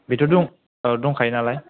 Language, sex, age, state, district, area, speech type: Bodo, male, 18-30, Assam, Kokrajhar, rural, conversation